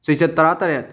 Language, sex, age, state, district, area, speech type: Manipuri, male, 30-45, Manipur, Kakching, rural, spontaneous